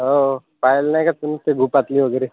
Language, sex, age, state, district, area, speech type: Marathi, male, 18-30, Maharashtra, Yavatmal, rural, conversation